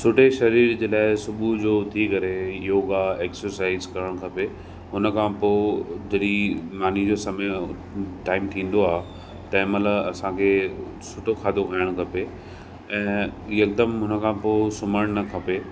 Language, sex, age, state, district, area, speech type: Sindhi, male, 30-45, Maharashtra, Thane, urban, spontaneous